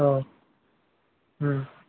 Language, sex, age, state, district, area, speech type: Assamese, male, 18-30, Assam, Majuli, urban, conversation